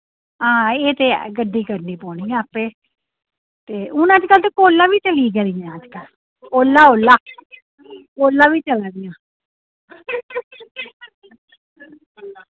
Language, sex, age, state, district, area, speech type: Dogri, female, 30-45, Jammu and Kashmir, Reasi, rural, conversation